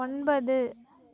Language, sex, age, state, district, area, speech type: Tamil, female, 30-45, Tamil Nadu, Tiruvannamalai, rural, read